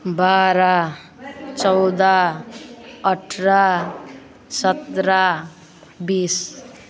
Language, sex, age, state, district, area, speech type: Nepali, male, 18-30, West Bengal, Alipurduar, urban, spontaneous